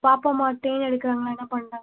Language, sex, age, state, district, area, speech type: Tamil, female, 30-45, Tamil Nadu, Ariyalur, rural, conversation